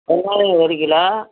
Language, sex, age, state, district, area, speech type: Tamil, female, 45-60, Tamil Nadu, Nagapattinam, rural, conversation